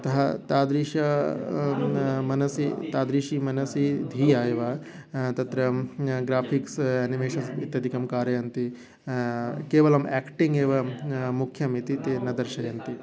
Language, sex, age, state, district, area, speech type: Sanskrit, male, 18-30, West Bengal, North 24 Parganas, rural, spontaneous